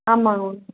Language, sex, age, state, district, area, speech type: Tamil, female, 30-45, Tamil Nadu, Madurai, rural, conversation